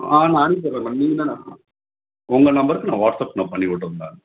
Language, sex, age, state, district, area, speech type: Tamil, male, 60+, Tamil Nadu, Tenkasi, rural, conversation